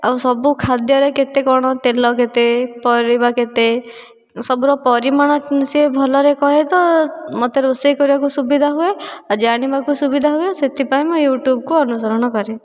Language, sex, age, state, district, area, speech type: Odia, female, 18-30, Odisha, Dhenkanal, rural, spontaneous